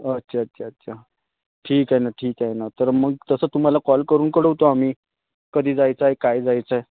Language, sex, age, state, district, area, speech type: Marathi, male, 30-45, Maharashtra, Nagpur, urban, conversation